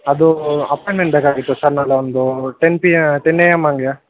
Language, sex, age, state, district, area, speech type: Kannada, male, 18-30, Karnataka, Kolar, rural, conversation